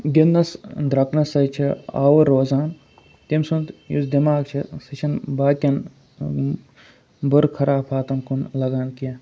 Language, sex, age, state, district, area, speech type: Kashmiri, male, 18-30, Jammu and Kashmir, Ganderbal, rural, spontaneous